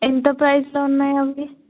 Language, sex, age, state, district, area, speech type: Telugu, female, 18-30, Telangana, Narayanpet, rural, conversation